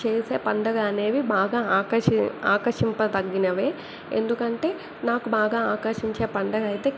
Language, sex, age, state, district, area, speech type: Telugu, female, 18-30, Telangana, Mancherial, rural, spontaneous